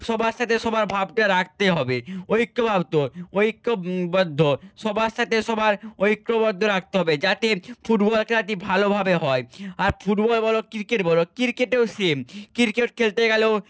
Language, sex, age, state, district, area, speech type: Bengali, male, 45-60, West Bengal, Nadia, rural, spontaneous